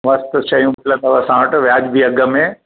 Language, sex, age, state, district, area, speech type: Sindhi, male, 60+, Gujarat, Kutch, rural, conversation